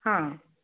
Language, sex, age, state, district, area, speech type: Odia, female, 60+, Odisha, Jharsuguda, rural, conversation